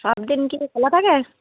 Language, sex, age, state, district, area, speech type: Bengali, female, 30-45, West Bengal, Darjeeling, urban, conversation